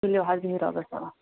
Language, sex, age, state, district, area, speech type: Kashmiri, female, 18-30, Jammu and Kashmir, Kulgam, rural, conversation